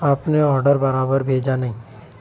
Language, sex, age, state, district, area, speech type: Urdu, male, 18-30, Maharashtra, Nashik, urban, spontaneous